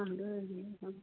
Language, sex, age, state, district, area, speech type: Manipuri, female, 60+, Manipur, Kangpokpi, urban, conversation